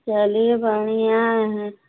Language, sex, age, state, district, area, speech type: Hindi, female, 18-30, Uttar Pradesh, Azamgarh, urban, conversation